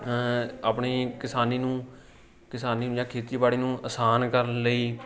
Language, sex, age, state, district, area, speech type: Punjabi, male, 18-30, Punjab, Fatehgarh Sahib, rural, spontaneous